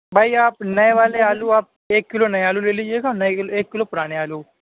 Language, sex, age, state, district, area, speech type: Urdu, male, 60+, Uttar Pradesh, Shahjahanpur, rural, conversation